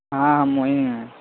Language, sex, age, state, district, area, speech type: Urdu, male, 18-30, Bihar, Purnia, rural, conversation